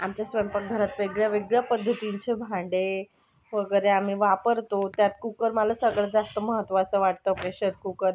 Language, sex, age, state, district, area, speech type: Marathi, female, 18-30, Maharashtra, Thane, urban, spontaneous